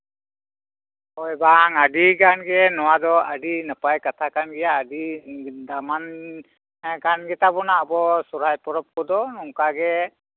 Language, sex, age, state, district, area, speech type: Santali, male, 45-60, West Bengal, Bankura, rural, conversation